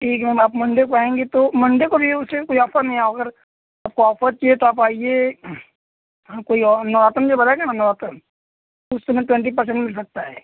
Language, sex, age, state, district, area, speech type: Hindi, male, 18-30, Uttar Pradesh, Ghazipur, urban, conversation